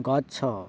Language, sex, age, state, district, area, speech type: Odia, male, 18-30, Odisha, Balangir, urban, read